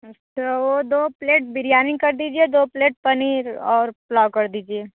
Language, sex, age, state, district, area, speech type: Hindi, female, 45-60, Uttar Pradesh, Bhadohi, urban, conversation